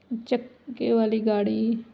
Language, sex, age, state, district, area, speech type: Punjabi, female, 30-45, Punjab, Ludhiana, urban, spontaneous